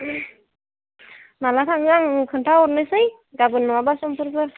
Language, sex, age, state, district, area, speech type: Bodo, female, 18-30, Assam, Udalguri, urban, conversation